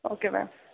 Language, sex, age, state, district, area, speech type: Dogri, female, 18-30, Jammu and Kashmir, Udhampur, rural, conversation